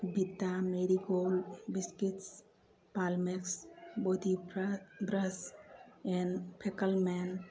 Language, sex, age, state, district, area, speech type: Manipuri, female, 45-60, Manipur, Churachandpur, urban, read